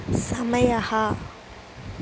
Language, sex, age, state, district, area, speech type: Sanskrit, female, 18-30, Kerala, Thrissur, rural, read